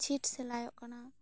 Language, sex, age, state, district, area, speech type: Santali, female, 18-30, West Bengal, Bankura, rural, spontaneous